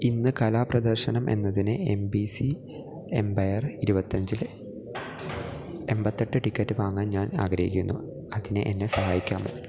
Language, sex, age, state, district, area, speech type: Malayalam, male, 18-30, Kerala, Idukki, rural, read